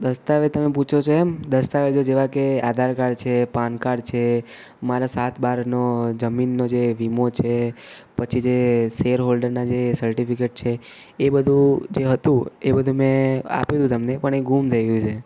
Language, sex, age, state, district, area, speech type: Gujarati, male, 18-30, Gujarat, Ahmedabad, urban, spontaneous